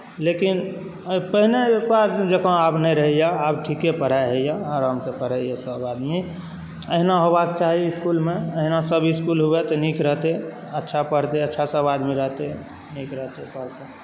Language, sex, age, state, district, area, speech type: Maithili, male, 18-30, Bihar, Saharsa, rural, spontaneous